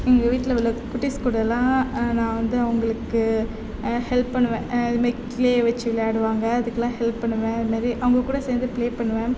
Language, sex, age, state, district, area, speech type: Tamil, female, 18-30, Tamil Nadu, Mayiladuthurai, rural, spontaneous